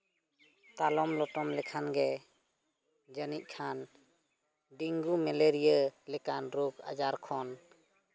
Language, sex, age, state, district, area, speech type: Santali, male, 18-30, West Bengal, Purulia, rural, spontaneous